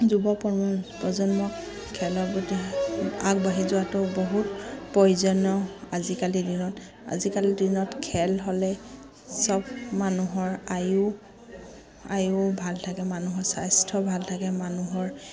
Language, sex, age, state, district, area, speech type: Assamese, female, 30-45, Assam, Dibrugarh, rural, spontaneous